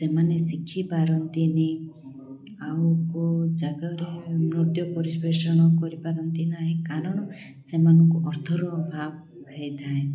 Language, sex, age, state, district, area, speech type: Odia, female, 30-45, Odisha, Koraput, urban, spontaneous